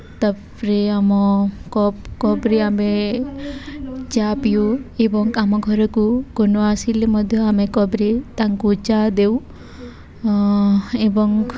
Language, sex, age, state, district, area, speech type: Odia, female, 18-30, Odisha, Subarnapur, urban, spontaneous